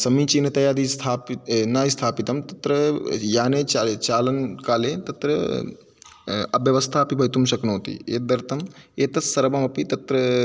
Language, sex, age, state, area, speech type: Sanskrit, male, 18-30, Madhya Pradesh, rural, spontaneous